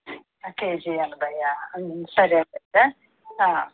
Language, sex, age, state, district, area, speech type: Telugu, female, 60+, Andhra Pradesh, Eluru, rural, conversation